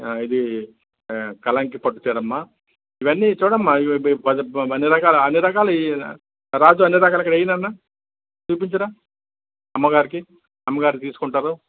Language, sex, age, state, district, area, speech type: Telugu, male, 60+, Andhra Pradesh, Visakhapatnam, urban, conversation